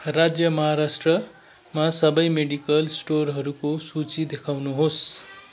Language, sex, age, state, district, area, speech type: Nepali, male, 45-60, West Bengal, Kalimpong, rural, read